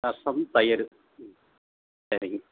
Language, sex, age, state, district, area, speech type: Tamil, male, 45-60, Tamil Nadu, Erode, rural, conversation